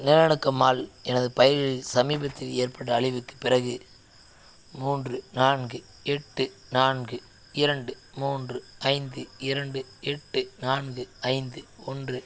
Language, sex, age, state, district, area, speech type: Tamil, male, 18-30, Tamil Nadu, Madurai, rural, read